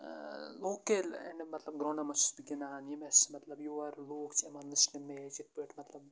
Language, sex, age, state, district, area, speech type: Kashmiri, male, 18-30, Jammu and Kashmir, Kupwara, rural, spontaneous